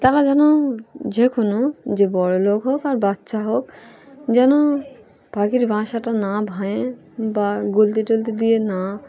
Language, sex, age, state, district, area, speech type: Bengali, female, 18-30, West Bengal, Dakshin Dinajpur, urban, spontaneous